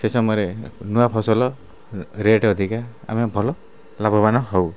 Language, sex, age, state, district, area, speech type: Odia, male, 30-45, Odisha, Kendrapara, urban, spontaneous